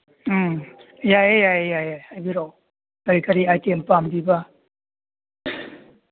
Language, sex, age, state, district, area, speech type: Manipuri, male, 60+, Manipur, Imphal East, rural, conversation